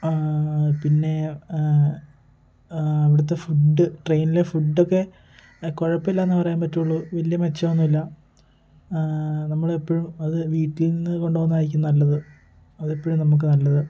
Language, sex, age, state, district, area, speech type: Malayalam, male, 18-30, Kerala, Kottayam, rural, spontaneous